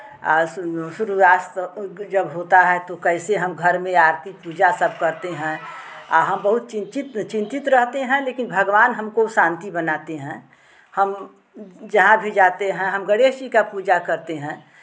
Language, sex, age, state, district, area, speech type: Hindi, female, 60+, Uttar Pradesh, Chandauli, rural, spontaneous